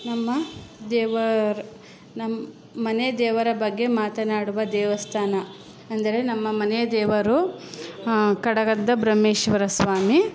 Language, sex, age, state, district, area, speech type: Kannada, female, 30-45, Karnataka, Chamarajanagar, rural, spontaneous